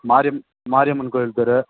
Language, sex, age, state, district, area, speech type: Tamil, male, 30-45, Tamil Nadu, Kallakurichi, urban, conversation